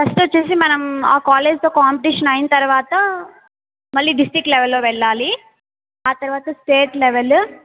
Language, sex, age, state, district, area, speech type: Telugu, female, 18-30, Andhra Pradesh, Sri Balaji, rural, conversation